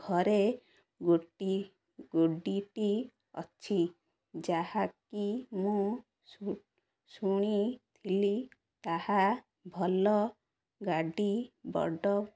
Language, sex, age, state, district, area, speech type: Odia, female, 30-45, Odisha, Ganjam, urban, spontaneous